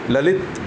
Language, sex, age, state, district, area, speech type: Marathi, male, 45-60, Maharashtra, Thane, rural, spontaneous